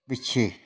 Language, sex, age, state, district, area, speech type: Punjabi, male, 45-60, Punjab, Tarn Taran, rural, read